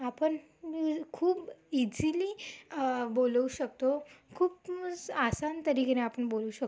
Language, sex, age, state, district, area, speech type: Marathi, female, 18-30, Maharashtra, Amravati, urban, spontaneous